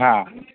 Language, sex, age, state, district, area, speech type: Marathi, male, 45-60, Maharashtra, Akola, urban, conversation